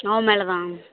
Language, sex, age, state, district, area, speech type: Tamil, female, 18-30, Tamil Nadu, Thanjavur, rural, conversation